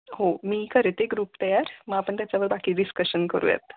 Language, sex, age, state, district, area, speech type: Marathi, female, 30-45, Maharashtra, Kolhapur, rural, conversation